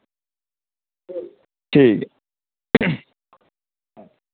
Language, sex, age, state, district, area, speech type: Dogri, male, 30-45, Jammu and Kashmir, Reasi, rural, conversation